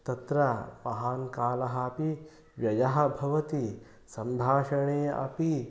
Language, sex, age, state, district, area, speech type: Sanskrit, male, 30-45, Karnataka, Kolar, rural, spontaneous